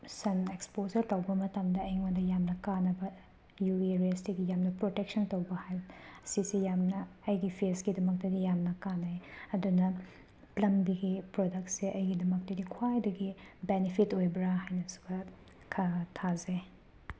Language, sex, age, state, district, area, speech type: Manipuri, female, 30-45, Manipur, Chandel, rural, spontaneous